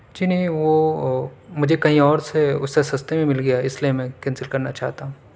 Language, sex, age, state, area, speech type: Urdu, male, 18-30, Uttar Pradesh, urban, spontaneous